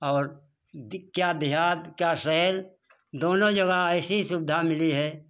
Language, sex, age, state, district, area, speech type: Hindi, male, 60+, Uttar Pradesh, Hardoi, rural, spontaneous